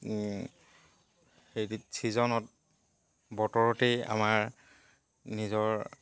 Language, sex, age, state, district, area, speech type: Assamese, male, 45-60, Assam, Dhemaji, rural, spontaneous